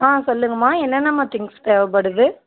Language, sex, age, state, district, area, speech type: Tamil, female, 18-30, Tamil Nadu, Dharmapuri, rural, conversation